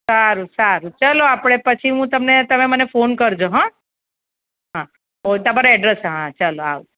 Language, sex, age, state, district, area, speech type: Gujarati, female, 45-60, Gujarat, Ahmedabad, urban, conversation